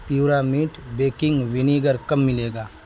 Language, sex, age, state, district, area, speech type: Urdu, male, 30-45, Bihar, Saharsa, rural, read